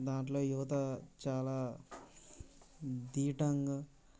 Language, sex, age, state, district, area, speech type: Telugu, male, 18-30, Telangana, Mancherial, rural, spontaneous